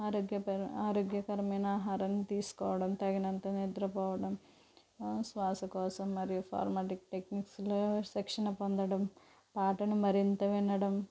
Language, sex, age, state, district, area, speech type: Telugu, female, 45-60, Andhra Pradesh, Konaseema, rural, spontaneous